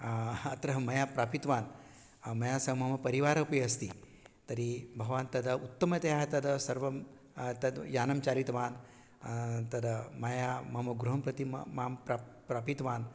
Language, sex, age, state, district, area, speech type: Sanskrit, male, 60+, Maharashtra, Nagpur, urban, spontaneous